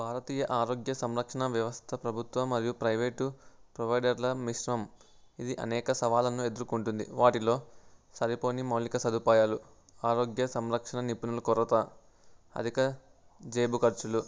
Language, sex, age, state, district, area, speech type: Telugu, male, 18-30, Andhra Pradesh, Nellore, rural, spontaneous